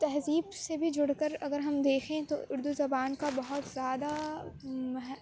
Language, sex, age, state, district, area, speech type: Urdu, female, 18-30, Uttar Pradesh, Aligarh, urban, spontaneous